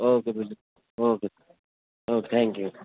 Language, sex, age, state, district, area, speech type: Urdu, male, 18-30, Uttar Pradesh, Rampur, urban, conversation